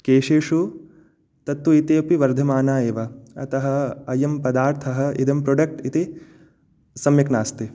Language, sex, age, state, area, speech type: Sanskrit, male, 18-30, Jharkhand, urban, spontaneous